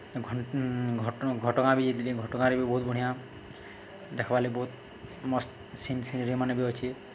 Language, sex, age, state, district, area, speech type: Odia, male, 30-45, Odisha, Balangir, urban, spontaneous